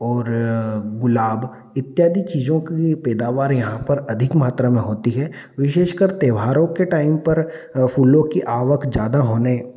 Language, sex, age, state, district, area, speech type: Hindi, male, 30-45, Madhya Pradesh, Ujjain, urban, spontaneous